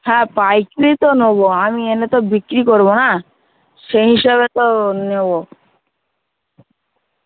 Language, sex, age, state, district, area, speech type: Bengali, male, 18-30, West Bengal, Dakshin Dinajpur, urban, conversation